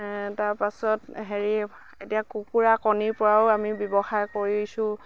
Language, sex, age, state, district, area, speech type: Assamese, female, 60+, Assam, Dibrugarh, rural, spontaneous